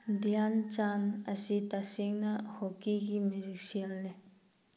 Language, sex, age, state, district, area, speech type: Manipuri, female, 18-30, Manipur, Thoubal, rural, read